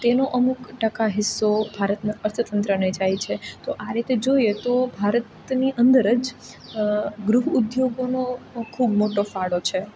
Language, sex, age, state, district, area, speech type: Gujarati, female, 18-30, Gujarat, Rajkot, urban, spontaneous